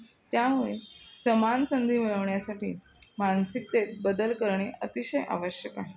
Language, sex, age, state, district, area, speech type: Marathi, female, 45-60, Maharashtra, Thane, rural, spontaneous